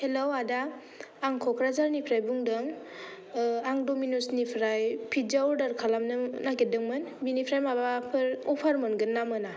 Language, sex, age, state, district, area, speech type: Bodo, female, 18-30, Assam, Kokrajhar, rural, spontaneous